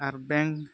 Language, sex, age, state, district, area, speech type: Santali, male, 18-30, Jharkhand, Pakur, rural, spontaneous